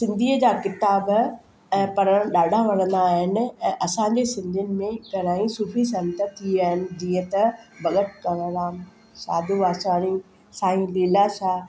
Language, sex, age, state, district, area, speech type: Sindhi, female, 60+, Maharashtra, Mumbai Suburban, urban, spontaneous